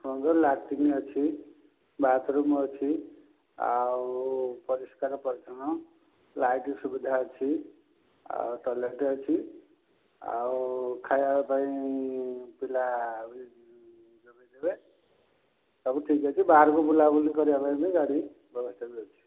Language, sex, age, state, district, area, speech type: Odia, male, 60+, Odisha, Dhenkanal, rural, conversation